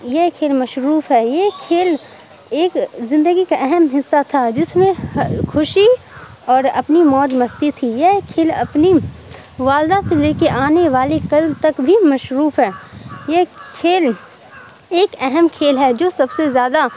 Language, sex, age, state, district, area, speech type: Urdu, female, 30-45, Bihar, Supaul, rural, spontaneous